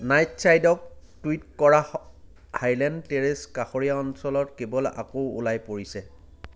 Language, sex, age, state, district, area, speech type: Assamese, male, 30-45, Assam, Jorhat, urban, read